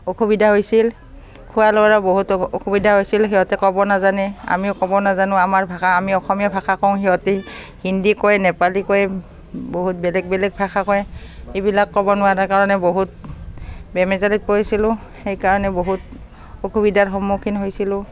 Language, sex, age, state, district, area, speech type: Assamese, female, 30-45, Assam, Barpeta, rural, spontaneous